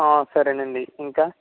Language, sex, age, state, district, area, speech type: Telugu, male, 18-30, Andhra Pradesh, Konaseema, rural, conversation